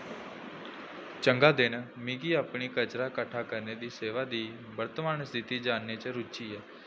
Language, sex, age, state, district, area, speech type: Dogri, male, 18-30, Jammu and Kashmir, Jammu, rural, read